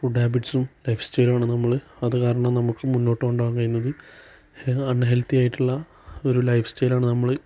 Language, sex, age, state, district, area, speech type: Malayalam, male, 30-45, Kerala, Malappuram, rural, spontaneous